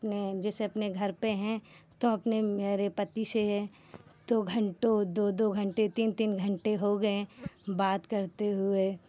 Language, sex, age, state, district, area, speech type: Hindi, female, 30-45, Uttar Pradesh, Hardoi, rural, spontaneous